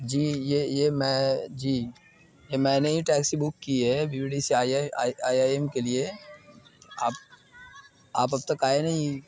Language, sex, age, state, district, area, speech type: Urdu, male, 30-45, Uttar Pradesh, Lucknow, urban, spontaneous